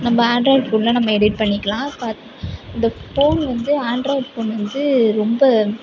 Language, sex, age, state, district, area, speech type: Tamil, female, 18-30, Tamil Nadu, Mayiladuthurai, rural, spontaneous